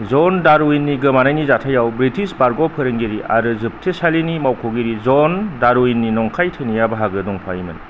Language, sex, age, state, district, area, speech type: Bodo, male, 45-60, Assam, Kokrajhar, rural, read